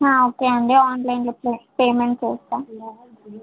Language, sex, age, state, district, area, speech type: Telugu, female, 18-30, Telangana, Siddipet, urban, conversation